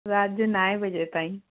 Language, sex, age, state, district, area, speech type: Sindhi, female, 45-60, Uttar Pradesh, Lucknow, urban, conversation